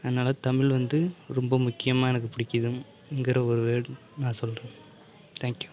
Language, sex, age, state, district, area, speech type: Tamil, male, 30-45, Tamil Nadu, Mayiladuthurai, urban, spontaneous